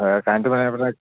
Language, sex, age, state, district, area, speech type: Assamese, male, 18-30, Assam, Charaideo, rural, conversation